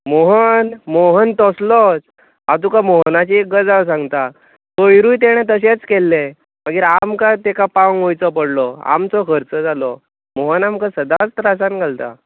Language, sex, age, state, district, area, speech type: Goan Konkani, male, 18-30, Goa, Tiswadi, rural, conversation